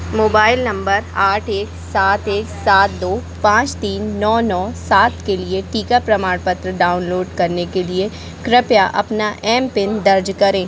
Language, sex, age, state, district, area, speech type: Hindi, female, 18-30, Madhya Pradesh, Jabalpur, urban, read